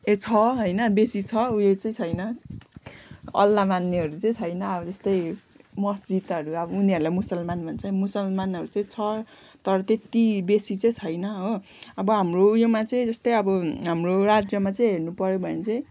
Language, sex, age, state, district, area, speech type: Nepali, female, 18-30, West Bengal, Kalimpong, rural, spontaneous